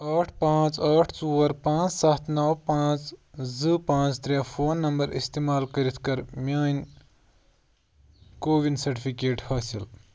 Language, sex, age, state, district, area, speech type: Kashmiri, male, 18-30, Jammu and Kashmir, Pulwama, rural, read